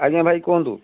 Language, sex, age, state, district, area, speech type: Odia, male, 60+, Odisha, Balasore, rural, conversation